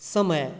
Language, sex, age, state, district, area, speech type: Maithili, male, 30-45, Bihar, Madhubani, rural, read